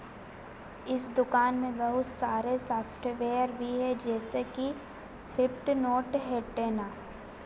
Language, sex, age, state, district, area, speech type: Hindi, female, 18-30, Madhya Pradesh, Harda, urban, read